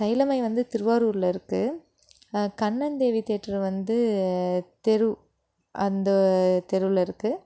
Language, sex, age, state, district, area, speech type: Tamil, female, 18-30, Tamil Nadu, Nagapattinam, rural, spontaneous